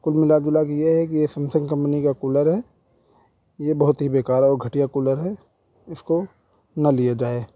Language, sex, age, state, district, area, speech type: Urdu, male, 18-30, Uttar Pradesh, Saharanpur, urban, spontaneous